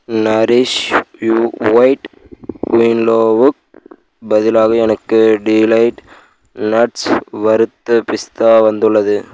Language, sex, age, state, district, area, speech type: Tamil, male, 18-30, Tamil Nadu, Dharmapuri, rural, read